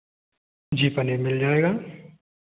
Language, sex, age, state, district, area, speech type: Hindi, male, 18-30, Madhya Pradesh, Betul, rural, conversation